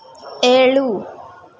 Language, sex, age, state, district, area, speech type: Kannada, female, 18-30, Karnataka, Kolar, rural, read